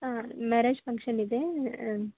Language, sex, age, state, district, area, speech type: Kannada, female, 18-30, Karnataka, Gadag, urban, conversation